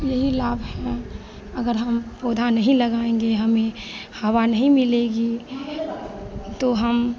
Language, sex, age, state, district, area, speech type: Hindi, female, 18-30, Bihar, Madhepura, rural, spontaneous